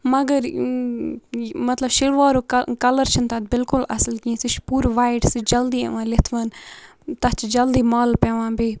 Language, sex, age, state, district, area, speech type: Kashmiri, female, 45-60, Jammu and Kashmir, Baramulla, rural, spontaneous